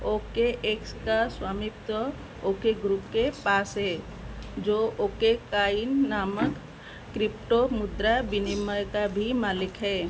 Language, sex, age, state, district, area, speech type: Hindi, female, 45-60, Madhya Pradesh, Seoni, rural, read